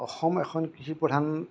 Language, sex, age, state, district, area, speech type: Assamese, male, 60+, Assam, Kamrup Metropolitan, urban, spontaneous